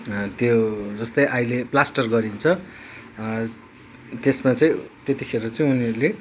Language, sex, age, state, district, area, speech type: Nepali, male, 30-45, West Bengal, Darjeeling, rural, spontaneous